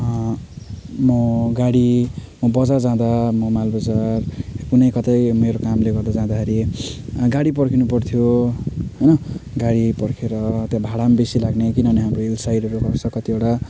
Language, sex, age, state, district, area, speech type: Nepali, male, 30-45, West Bengal, Jalpaiguri, urban, spontaneous